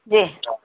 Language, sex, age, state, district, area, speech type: Urdu, female, 60+, Telangana, Hyderabad, urban, conversation